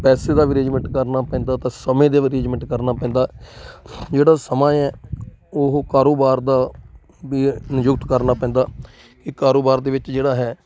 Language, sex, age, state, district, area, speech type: Punjabi, male, 60+, Punjab, Rupnagar, rural, spontaneous